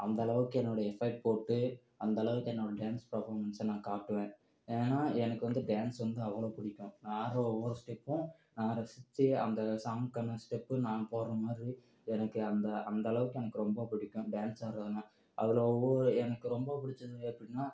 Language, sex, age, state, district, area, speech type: Tamil, male, 18-30, Tamil Nadu, Namakkal, rural, spontaneous